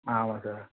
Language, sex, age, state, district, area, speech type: Tamil, male, 18-30, Tamil Nadu, Thanjavur, rural, conversation